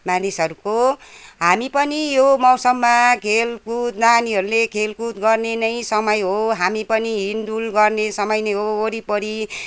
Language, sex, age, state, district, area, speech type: Nepali, female, 60+, West Bengal, Kalimpong, rural, spontaneous